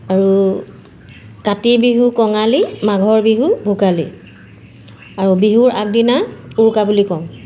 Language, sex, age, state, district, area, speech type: Assamese, female, 45-60, Assam, Sivasagar, urban, spontaneous